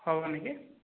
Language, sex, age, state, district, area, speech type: Odia, male, 18-30, Odisha, Nabarangpur, urban, conversation